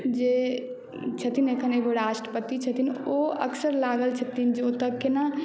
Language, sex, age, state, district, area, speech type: Maithili, male, 18-30, Bihar, Madhubani, rural, read